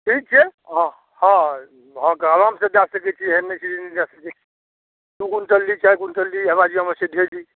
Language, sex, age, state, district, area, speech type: Maithili, male, 45-60, Bihar, Saharsa, rural, conversation